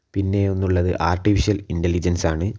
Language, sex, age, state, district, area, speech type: Malayalam, male, 18-30, Kerala, Kozhikode, urban, spontaneous